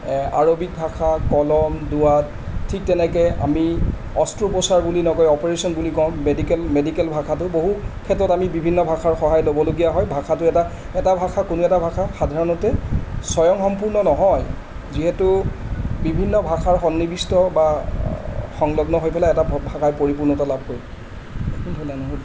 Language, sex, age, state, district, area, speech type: Assamese, male, 45-60, Assam, Charaideo, urban, spontaneous